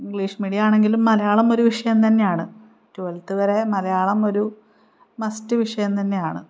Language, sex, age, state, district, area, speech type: Malayalam, female, 30-45, Kerala, Palakkad, rural, spontaneous